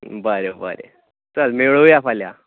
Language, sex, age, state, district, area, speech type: Goan Konkani, male, 18-30, Goa, Tiswadi, rural, conversation